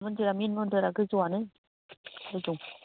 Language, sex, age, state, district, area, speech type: Bodo, female, 45-60, Assam, Baksa, rural, conversation